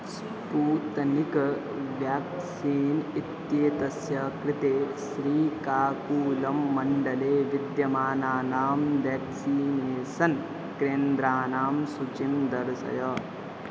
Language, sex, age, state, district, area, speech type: Sanskrit, male, 18-30, Bihar, Madhubani, rural, read